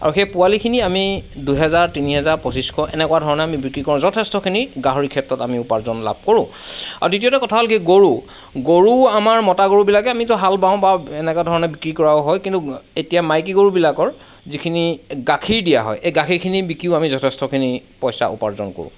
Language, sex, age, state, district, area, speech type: Assamese, male, 45-60, Assam, Sivasagar, rural, spontaneous